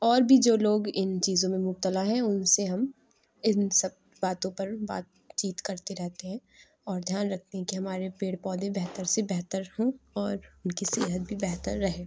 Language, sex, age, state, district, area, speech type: Urdu, female, 18-30, Uttar Pradesh, Lucknow, rural, spontaneous